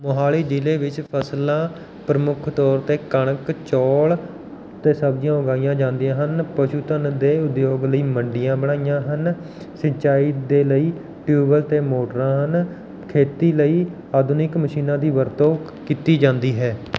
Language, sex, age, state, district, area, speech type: Punjabi, male, 30-45, Punjab, Mohali, rural, spontaneous